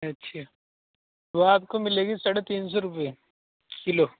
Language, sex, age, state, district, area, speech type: Urdu, male, 18-30, Uttar Pradesh, Saharanpur, urban, conversation